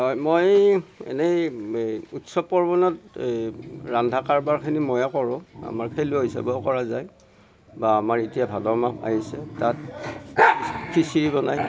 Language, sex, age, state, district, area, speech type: Assamese, male, 60+, Assam, Darrang, rural, spontaneous